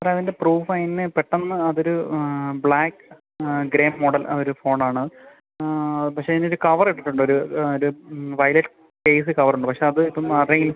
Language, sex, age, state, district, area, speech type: Malayalam, male, 30-45, Kerala, Alappuzha, rural, conversation